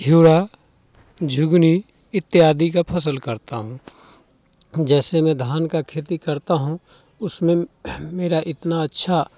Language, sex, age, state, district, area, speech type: Hindi, male, 30-45, Bihar, Muzaffarpur, rural, spontaneous